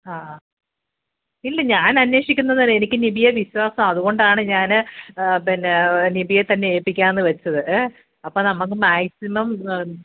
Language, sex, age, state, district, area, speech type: Malayalam, female, 45-60, Kerala, Kottayam, urban, conversation